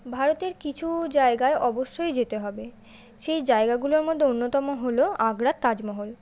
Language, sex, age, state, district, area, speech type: Bengali, female, 18-30, West Bengal, Kolkata, urban, spontaneous